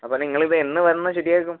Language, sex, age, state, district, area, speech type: Malayalam, male, 18-30, Kerala, Kollam, rural, conversation